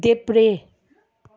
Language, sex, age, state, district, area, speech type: Nepali, female, 45-60, West Bengal, Darjeeling, rural, read